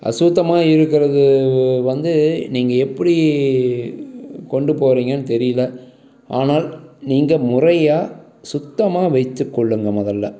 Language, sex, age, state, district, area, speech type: Tamil, male, 30-45, Tamil Nadu, Salem, urban, spontaneous